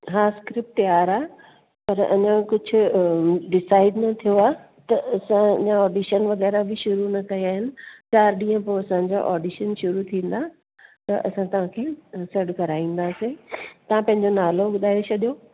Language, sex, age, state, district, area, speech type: Sindhi, female, 45-60, Delhi, South Delhi, urban, conversation